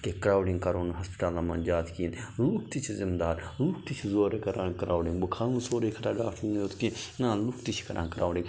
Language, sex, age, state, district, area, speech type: Kashmiri, male, 30-45, Jammu and Kashmir, Budgam, rural, spontaneous